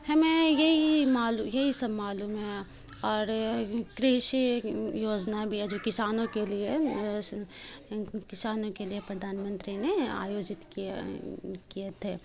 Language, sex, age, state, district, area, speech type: Urdu, female, 18-30, Bihar, Khagaria, rural, spontaneous